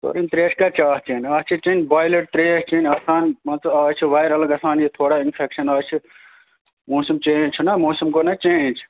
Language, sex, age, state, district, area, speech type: Kashmiri, male, 45-60, Jammu and Kashmir, Budgam, rural, conversation